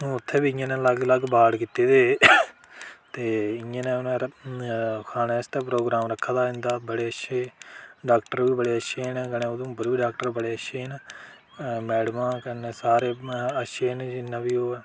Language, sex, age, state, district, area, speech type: Dogri, male, 18-30, Jammu and Kashmir, Udhampur, rural, spontaneous